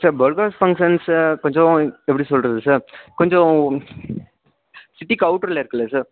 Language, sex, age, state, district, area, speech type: Tamil, male, 18-30, Tamil Nadu, Nilgiris, urban, conversation